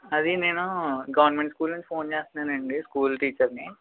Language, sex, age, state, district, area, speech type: Telugu, male, 18-30, Andhra Pradesh, West Godavari, rural, conversation